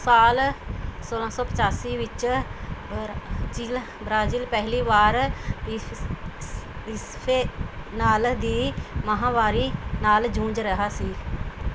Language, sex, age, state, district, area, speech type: Punjabi, female, 30-45, Punjab, Pathankot, rural, read